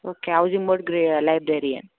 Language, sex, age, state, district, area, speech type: Telugu, female, 30-45, Telangana, Karimnagar, urban, conversation